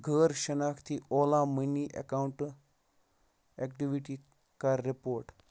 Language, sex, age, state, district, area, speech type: Kashmiri, male, 30-45, Jammu and Kashmir, Baramulla, rural, read